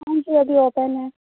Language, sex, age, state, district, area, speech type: Urdu, female, 18-30, Bihar, Saharsa, rural, conversation